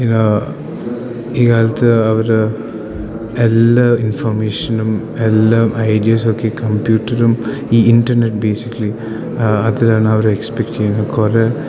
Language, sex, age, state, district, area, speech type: Malayalam, male, 18-30, Kerala, Idukki, rural, spontaneous